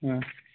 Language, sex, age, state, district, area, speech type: Manipuri, male, 45-60, Manipur, Imphal West, rural, conversation